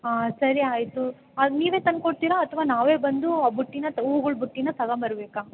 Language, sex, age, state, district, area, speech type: Kannada, female, 18-30, Karnataka, Tumkur, rural, conversation